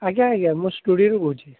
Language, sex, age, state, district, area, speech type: Odia, male, 18-30, Odisha, Puri, urban, conversation